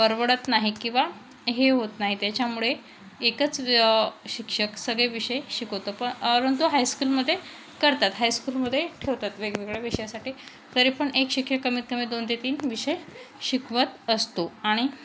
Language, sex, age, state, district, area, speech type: Marathi, female, 30-45, Maharashtra, Thane, urban, spontaneous